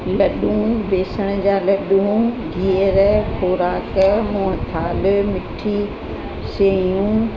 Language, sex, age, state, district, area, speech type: Sindhi, female, 60+, Uttar Pradesh, Lucknow, rural, spontaneous